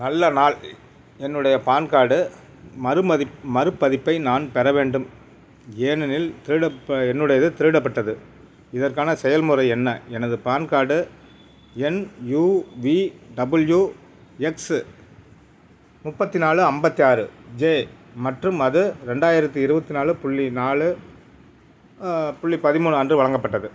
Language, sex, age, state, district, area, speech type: Tamil, male, 60+, Tamil Nadu, Perambalur, urban, read